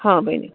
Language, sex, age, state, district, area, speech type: Kashmiri, female, 30-45, Jammu and Kashmir, Srinagar, urban, conversation